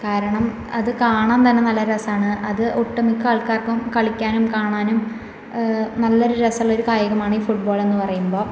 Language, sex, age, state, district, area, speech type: Malayalam, female, 18-30, Kerala, Thrissur, urban, spontaneous